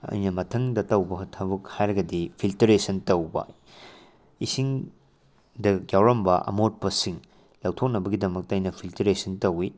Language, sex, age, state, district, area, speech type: Manipuri, male, 18-30, Manipur, Tengnoupal, rural, spontaneous